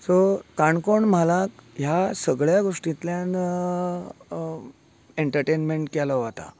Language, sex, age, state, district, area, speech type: Goan Konkani, male, 45-60, Goa, Canacona, rural, spontaneous